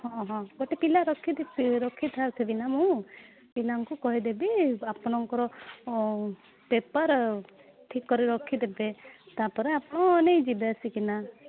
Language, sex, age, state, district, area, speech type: Odia, female, 30-45, Odisha, Malkangiri, urban, conversation